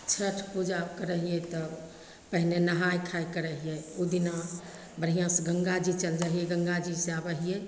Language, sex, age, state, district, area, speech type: Maithili, female, 45-60, Bihar, Begusarai, rural, spontaneous